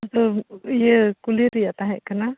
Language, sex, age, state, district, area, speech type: Santali, female, 30-45, Jharkhand, Seraikela Kharsawan, rural, conversation